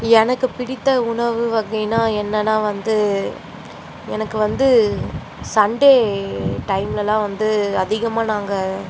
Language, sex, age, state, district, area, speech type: Tamil, female, 30-45, Tamil Nadu, Nagapattinam, rural, spontaneous